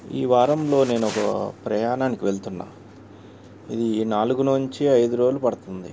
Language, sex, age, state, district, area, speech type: Telugu, male, 45-60, Andhra Pradesh, N T Rama Rao, urban, spontaneous